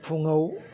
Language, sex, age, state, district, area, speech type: Bodo, male, 60+, Assam, Udalguri, urban, spontaneous